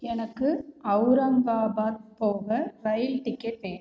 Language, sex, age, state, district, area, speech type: Tamil, female, 45-60, Tamil Nadu, Cuddalore, rural, read